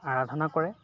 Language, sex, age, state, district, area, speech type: Assamese, male, 30-45, Assam, Dhemaji, urban, spontaneous